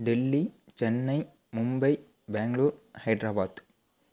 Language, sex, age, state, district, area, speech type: Tamil, male, 18-30, Tamil Nadu, Coimbatore, urban, spontaneous